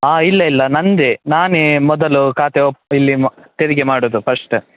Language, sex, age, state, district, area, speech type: Kannada, male, 18-30, Karnataka, Shimoga, rural, conversation